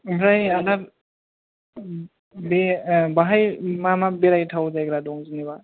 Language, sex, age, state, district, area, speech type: Bodo, male, 30-45, Assam, Kokrajhar, rural, conversation